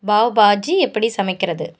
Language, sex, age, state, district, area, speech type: Tamil, female, 45-60, Tamil Nadu, Cuddalore, rural, read